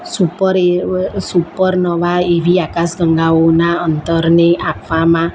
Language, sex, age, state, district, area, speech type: Gujarati, female, 30-45, Gujarat, Kheda, rural, spontaneous